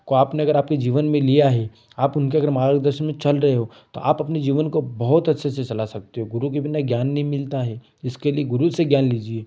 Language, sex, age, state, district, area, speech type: Hindi, male, 18-30, Madhya Pradesh, Ujjain, rural, spontaneous